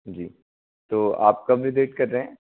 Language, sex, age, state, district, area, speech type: Hindi, male, 60+, Madhya Pradesh, Bhopal, urban, conversation